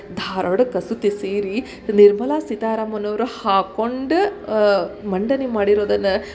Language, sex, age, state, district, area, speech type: Kannada, female, 45-60, Karnataka, Dharwad, rural, spontaneous